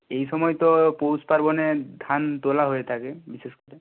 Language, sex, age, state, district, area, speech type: Bengali, male, 30-45, West Bengal, Purba Medinipur, rural, conversation